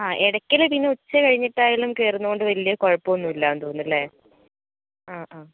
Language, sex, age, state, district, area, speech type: Malayalam, female, 60+, Kerala, Wayanad, rural, conversation